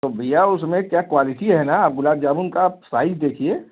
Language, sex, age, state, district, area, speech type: Hindi, male, 45-60, Uttar Pradesh, Bhadohi, urban, conversation